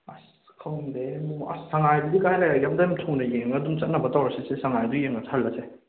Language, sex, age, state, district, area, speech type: Manipuri, male, 18-30, Manipur, Imphal West, rural, conversation